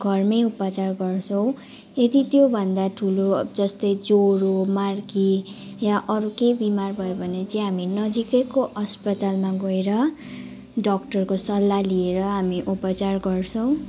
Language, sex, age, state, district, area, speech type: Nepali, female, 18-30, West Bengal, Kalimpong, rural, spontaneous